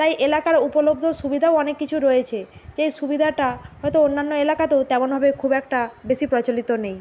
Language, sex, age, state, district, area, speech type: Bengali, female, 45-60, West Bengal, Bankura, urban, spontaneous